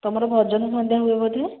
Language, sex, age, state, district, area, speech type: Odia, female, 18-30, Odisha, Jajpur, rural, conversation